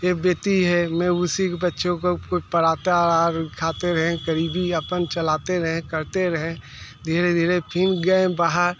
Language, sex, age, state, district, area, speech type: Hindi, male, 60+, Uttar Pradesh, Mirzapur, urban, spontaneous